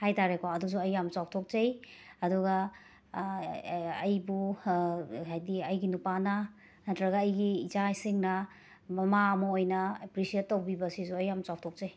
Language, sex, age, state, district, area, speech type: Manipuri, female, 30-45, Manipur, Imphal West, urban, spontaneous